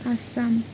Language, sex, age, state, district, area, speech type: Nepali, female, 18-30, West Bengal, Jalpaiguri, urban, spontaneous